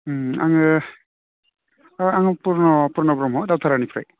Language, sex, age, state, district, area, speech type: Bodo, male, 30-45, Assam, Baksa, urban, conversation